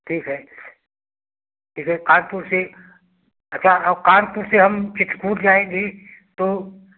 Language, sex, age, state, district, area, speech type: Hindi, male, 60+, Uttar Pradesh, Prayagraj, rural, conversation